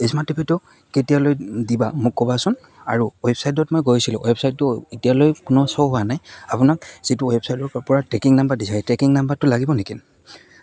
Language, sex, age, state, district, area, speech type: Assamese, male, 18-30, Assam, Goalpara, rural, spontaneous